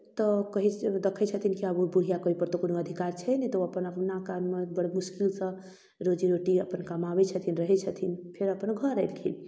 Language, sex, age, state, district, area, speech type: Maithili, female, 18-30, Bihar, Darbhanga, rural, spontaneous